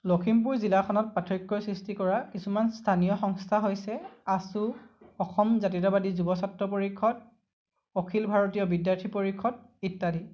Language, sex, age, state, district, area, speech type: Assamese, male, 18-30, Assam, Lakhimpur, rural, spontaneous